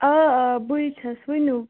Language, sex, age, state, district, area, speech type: Kashmiri, male, 18-30, Jammu and Kashmir, Bandipora, rural, conversation